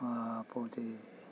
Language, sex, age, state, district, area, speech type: Telugu, male, 45-60, Telangana, Hyderabad, rural, spontaneous